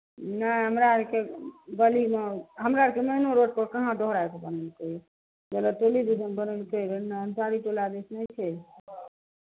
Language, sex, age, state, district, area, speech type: Maithili, female, 45-60, Bihar, Madhepura, rural, conversation